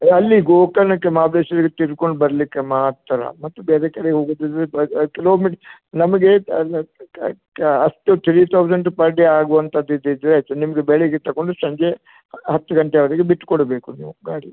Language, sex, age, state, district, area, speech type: Kannada, male, 60+, Karnataka, Uttara Kannada, rural, conversation